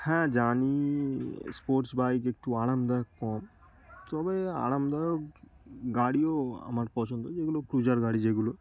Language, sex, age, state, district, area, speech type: Bengali, male, 18-30, West Bengal, Darjeeling, urban, spontaneous